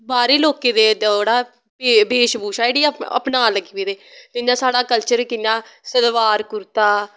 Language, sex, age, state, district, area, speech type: Dogri, female, 18-30, Jammu and Kashmir, Samba, rural, spontaneous